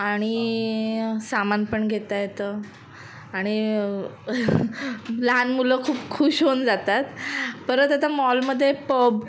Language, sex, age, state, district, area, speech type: Marathi, female, 30-45, Maharashtra, Mumbai Suburban, urban, spontaneous